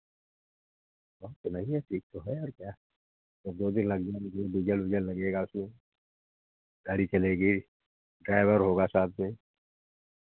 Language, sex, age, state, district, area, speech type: Hindi, male, 60+, Uttar Pradesh, Sitapur, rural, conversation